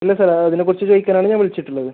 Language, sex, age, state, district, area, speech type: Malayalam, male, 18-30, Kerala, Kasaragod, rural, conversation